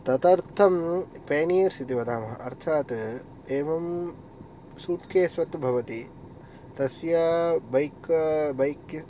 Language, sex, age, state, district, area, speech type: Sanskrit, male, 18-30, Tamil Nadu, Kanchipuram, urban, spontaneous